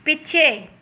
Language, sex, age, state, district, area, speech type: Punjabi, female, 30-45, Punjab, Pathankot, urban, read